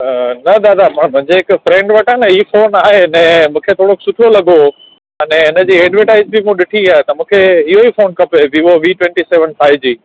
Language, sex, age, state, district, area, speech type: Sindhi, male, 30-45, Gujarat, Kutch, urban, conversation